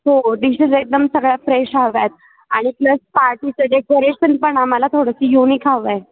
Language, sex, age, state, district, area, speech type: Marathi, female, 18-30, Maharashtra, Ahmednagar, rural, conversation